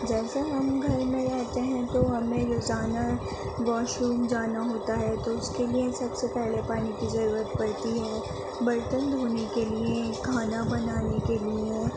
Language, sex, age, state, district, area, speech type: Urdu, female, 30-45, Delhi, Central Delhi, urban, spontaneous